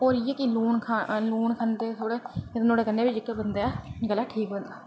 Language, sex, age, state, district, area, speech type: Dogri, female, 30-45, Jammu and Kashmir, Reasi, rural, spontaneous